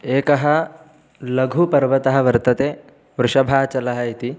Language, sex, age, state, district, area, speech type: Sanskrit, male, 18-30, Karnataka, Bangalore Rural, rural, spontaneous